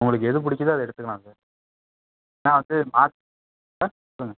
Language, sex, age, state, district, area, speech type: Tamil, male, 18-30, Tamil Nadu, Tiruvarur, rural, conversation